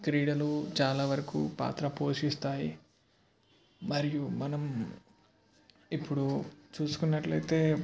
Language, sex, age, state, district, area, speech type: Telugu, male, 18-30, Telangana, Ranga Reddy, urban, spontaneous